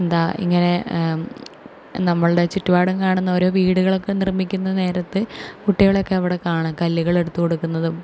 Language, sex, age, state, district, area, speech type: Malayalam, female, 18-30, Kerala, Thrissur, urban, spontaneous